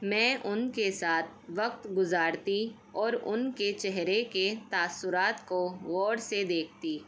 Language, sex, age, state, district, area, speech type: Urdu, female, 30-45, Uttar Pradesh, Ghaziabad, urban, spontaneous